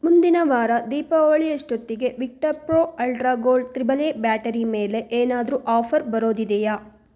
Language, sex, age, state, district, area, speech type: Kannada, female, 18-30, Karnataka, Chikkaballapur, urban, read